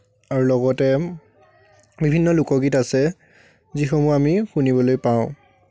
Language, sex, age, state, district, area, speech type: Assamese, male, 30-45, Assam, Biswanath, rural, spontaneous